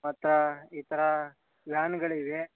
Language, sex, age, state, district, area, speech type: Kannada, male, 18-30, Karnataka, Bagalkot, rural, conversation